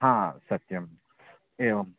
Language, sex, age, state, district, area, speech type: Sanskrit, male, 18-30, Karnataka, Uttara Kannada, rural, conversation